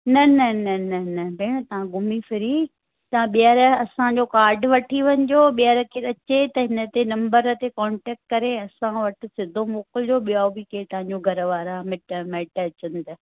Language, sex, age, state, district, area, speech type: Sindhi, female, 45-60, Rajasthan, Ajmer, urban, conversation